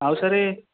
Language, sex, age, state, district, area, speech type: Odia, male, 18-30, Odisha, Jajpur, rural, conversation